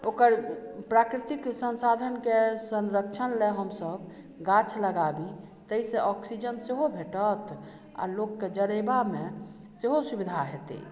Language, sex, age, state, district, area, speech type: Maithili, female, 45-60, Bihar, Madhubani, rural, spontaneous